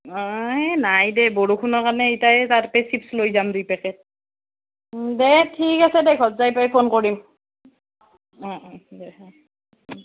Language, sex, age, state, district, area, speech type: Assamese, female, 18-30, Assam, Nalbari, rural, conversation